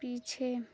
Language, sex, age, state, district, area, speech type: Hindi, female, 30-45, Uttar Pradesh, Chandauli, rural, read